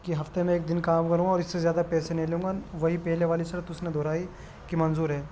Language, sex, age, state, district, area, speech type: Urdu, male, 18-30, Uttar Pradesh, Gautam Buddha Nagar, urban, spontaneous